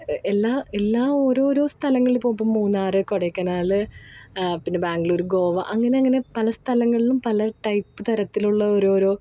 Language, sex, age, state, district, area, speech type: Malayalam, female, 30-45, Kerala, Ernakulam, rural, spontaneous